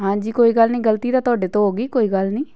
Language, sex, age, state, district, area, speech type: Punjabi, female, 18-30, Punjab, Patiala, rural, spontaneous